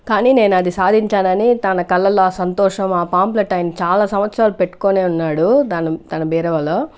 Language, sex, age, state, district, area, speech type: Telugu, female, 60+, Andhra Pradesh, Chittoor, rural, spontaneous